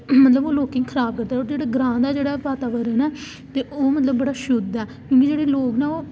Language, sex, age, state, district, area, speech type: Dogri, female, 18-30, Jammu and Kashmir, Samba, rural, spontaneous